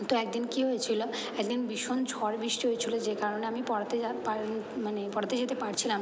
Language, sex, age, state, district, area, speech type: Bengali, female, 45-60, West Bengal, Purba Bardhaman, urban, spontaneous